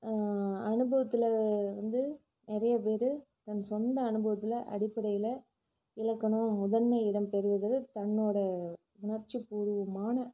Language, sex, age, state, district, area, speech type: Tamil, female, 30-45, Tamil Nadu, Namakkal, rural, spontaneous